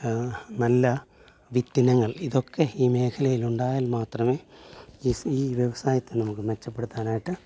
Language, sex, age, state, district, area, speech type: Malayalam, male, 45-60, Kerala, Alappuzha, urban, spontaneous